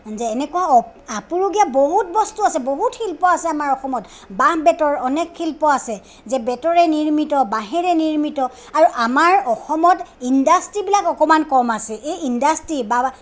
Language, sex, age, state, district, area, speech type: Assamese, female, 45-60, Assam, Kamrup Metropolitan, urban, spontaneous